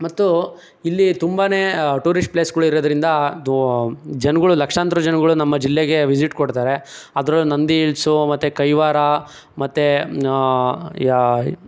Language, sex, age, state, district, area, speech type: Kannada, male, 18-30, Karnataka, Chikkaballapur, rural, spontaneous